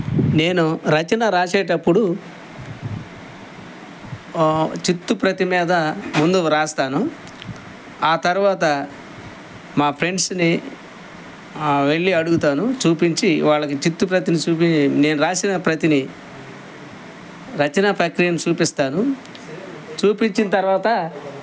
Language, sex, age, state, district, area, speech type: Telugu, male, 60+, Andhra Pradesh, Krishna, rural, spontaneous